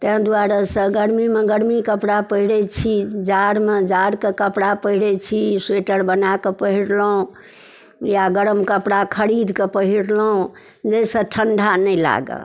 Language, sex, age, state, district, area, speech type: Maithili, female, 60+, Bihar, Darbhanga, urban, spontaneous